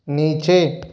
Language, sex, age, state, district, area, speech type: Hindi, male, 30-45, Madhya Pradesh, Bhopal, urban, read